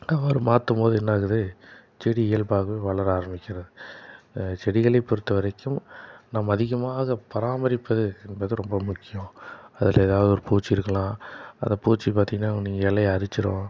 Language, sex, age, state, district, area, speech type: Tamil, male, 30-45, Tamil Nadu, Salem, urban, spontaneous